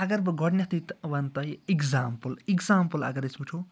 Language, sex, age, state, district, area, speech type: Kashmiri, male, 30-45, Jammu and Kashmir, Srinagar, urban, spontaneous